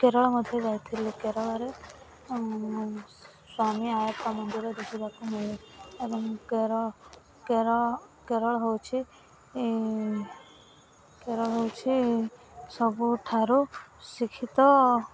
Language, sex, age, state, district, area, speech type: Odia, female, 18-30, Odisha, Rayagada, rural, spontaneous